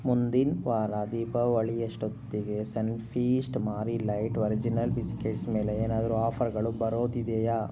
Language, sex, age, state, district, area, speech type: Kannada, male, 30-45, Karnataka, Chikkaballapur, rural, read